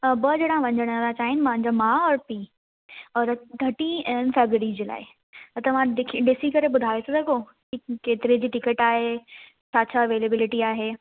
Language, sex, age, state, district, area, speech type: Sindhi, female, 18-30, Delhi, South Delhi, urban, conversation